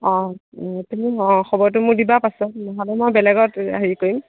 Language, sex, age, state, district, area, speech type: Assamese, female, 45-60, Assam, Morigaon, rural, conversation